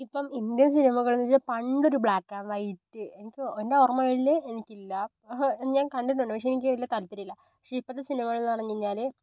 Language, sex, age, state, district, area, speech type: Malayalam, female, 18-30, Kerala, Kozhikode, urban, spontaneous